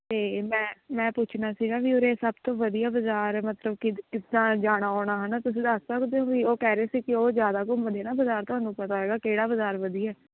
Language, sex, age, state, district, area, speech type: Punjabi, female, 18-30, Punjab, Patiala, rural, conversation